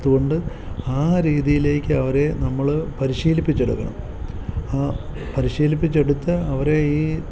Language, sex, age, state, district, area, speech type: Malayalam, male, 45-60, Kerala, Kottayam, urban, spontaneous